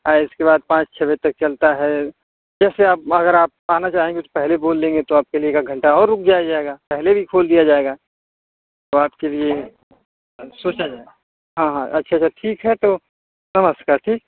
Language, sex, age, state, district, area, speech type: Hindi, male, 18-30, Uttar Pradesh, Ghazipur, rural, conversation